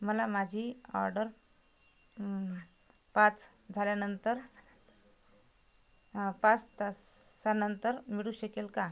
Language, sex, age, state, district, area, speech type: Marathi, other, 30-45, Maharashtra, Washim, rural, read